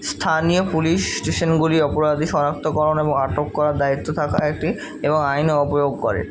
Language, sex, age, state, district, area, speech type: Bengali, male, 18-30, West Bengal, Kolkata, urban, spontaneous